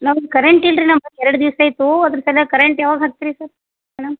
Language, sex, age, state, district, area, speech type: Kannada, female, 45-60, Karnataka, Gulbarga, urban, conversation